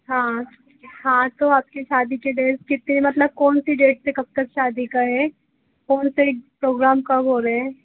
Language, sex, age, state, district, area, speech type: Hindi, female, 18-30, Madhya Pradesh, Harda, urban, conversation